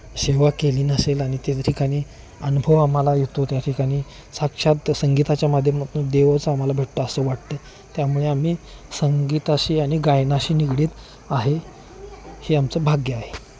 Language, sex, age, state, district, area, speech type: Marathi, male, 30-45, Maharashtra, Kolhapur, urban, spontaneous